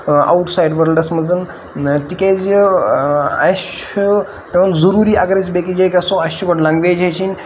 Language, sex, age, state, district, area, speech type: Kashmiri, male, 18-30, Jammu and Kashmir, Ganderbal, rural, spontaneous